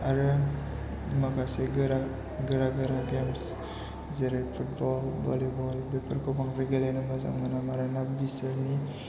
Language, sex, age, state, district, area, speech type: Bodo, male, 30-45, Assam, Chirang, rural, spontaneous